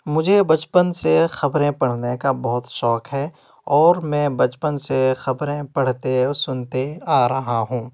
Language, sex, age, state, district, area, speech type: Urdu, male, 18-30, Uttar Pradesh, Ghaziabad, urban, spontaneous